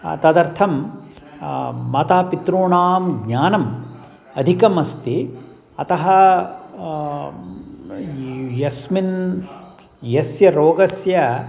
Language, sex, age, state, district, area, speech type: Sanskrit, male, 60+, Karnataka, Mysore, urban, spontaneous